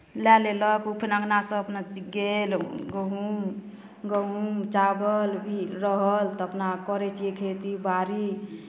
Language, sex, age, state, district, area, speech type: Maithili, female, 30-45, Bihar, Darbhanga, rural, spontaneous